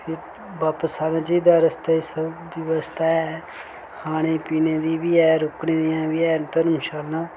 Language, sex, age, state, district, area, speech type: Dogri, male, 18-30, Jammu and Kashmir, Reasi, rural, spontaneous